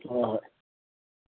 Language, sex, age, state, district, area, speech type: Manipuri, male, 60+, Manipur, Tengnoupal, rural, conversation